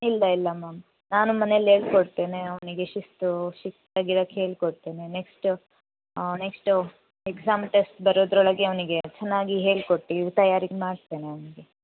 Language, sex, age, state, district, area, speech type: Kannada, female, 18-30, Karnataka, Davanagere, rural, conversation